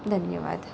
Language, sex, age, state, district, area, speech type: Marathi, female, 45-60, Maharashtra, Yavatmal, urban, spontaneous